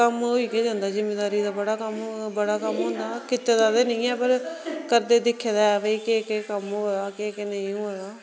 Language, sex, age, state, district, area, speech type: Dogri, female, 30-45, Jammu and Kashmir, Reasi, rural, spontaneous